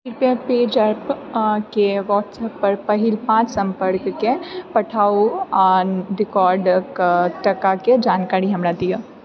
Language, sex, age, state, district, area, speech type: Maithili, female, 30-45, Bihar, Purnia, urban, read